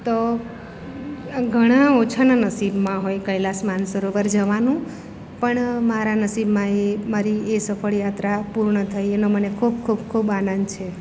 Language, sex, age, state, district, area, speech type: Gujarati, female, 45-60, Gujarat, Surat, urban, spontaneous